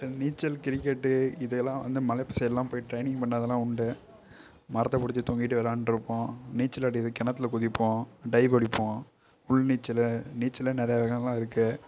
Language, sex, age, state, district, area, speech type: Tamil, male, 18-30, Tamil Nadu, Kallakurichi, urban, spontaneous